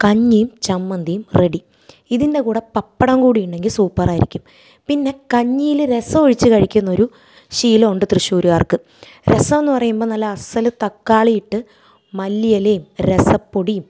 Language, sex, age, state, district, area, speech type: Malayalam, female, 30-45, Kerala, Thrissur, urban, spontaneous